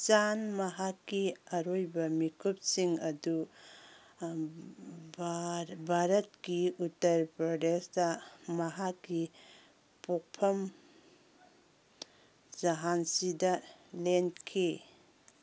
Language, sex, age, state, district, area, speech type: Manipuri, female, 45-60, Manipur, Kangpokpi, urban, read